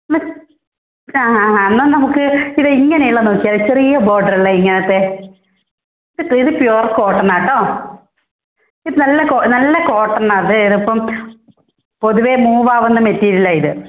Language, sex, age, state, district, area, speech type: Malayalam, female, 30-45, Kerala, Kannur, urban, conversation